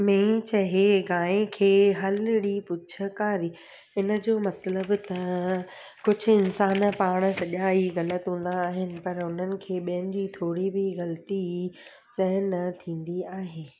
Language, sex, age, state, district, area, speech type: Sindhi, female, 30-45, Gujarat, Surat, urban, spontaneous